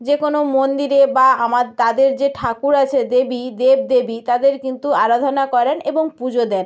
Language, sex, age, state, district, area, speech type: Bengali, female, 30-45, West Bengal, North 24 Parganas, rural, spontaneous